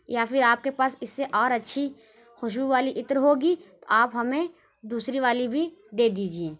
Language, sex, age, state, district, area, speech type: Urdu, female, 18-30, Uttar Pradesh, Lucknow, rural, spontaneous